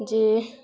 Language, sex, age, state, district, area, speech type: Odia, female, 18-30, Odisha, Nuapada, urban, spontaneous